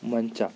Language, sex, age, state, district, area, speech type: Kannada, male, 30-45, Karnataka, Bidar, rural, read